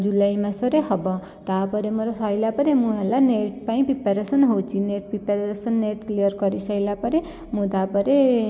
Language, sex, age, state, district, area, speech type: Odia, female, 18-30, Odisha, Jajpur, rural, spontaneous